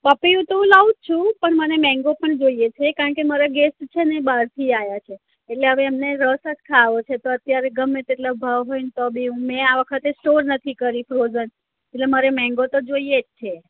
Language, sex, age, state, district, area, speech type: Gujarati, female, 30-45, Gujarat, Kheda, rural, conversation